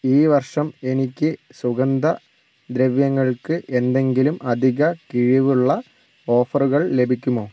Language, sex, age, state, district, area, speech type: Malayalam, male, 45-60, Kerala, Wayanad, rural, read